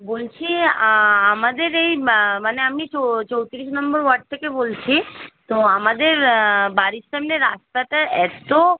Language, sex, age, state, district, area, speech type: Bengali, female, 18-30, West Bengal, Kolkata, urban, conversation